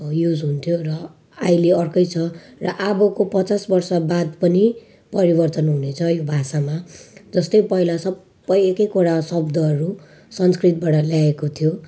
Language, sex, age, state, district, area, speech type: Nepali, female, 30-45, West Bengal, Jalpaiguri, rural, spontaneous